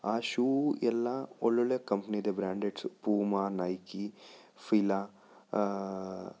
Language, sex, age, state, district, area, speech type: Kannada, male, 18-30, Karnataka, Chikkaballapur, urban, spontaneous